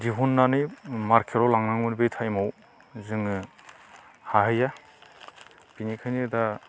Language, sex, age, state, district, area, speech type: Bodo, male, 45-60, Assam, Baksa, rural, spontaneous